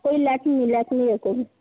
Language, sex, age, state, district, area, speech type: Bengali, female, 18-30, West Bengal, South 24 Parganas, rural, conversation